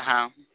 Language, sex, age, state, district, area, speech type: Punjabi, male, 18-30, Punjab, Hoshiarpur, urban, conversation